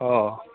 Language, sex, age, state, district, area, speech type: Assamese, male, 30-45, Assam, Goalpara, urban, conversation